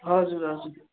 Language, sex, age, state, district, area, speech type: Nepali, female, 60+, West Bengal, Kalimpong, rural, conversation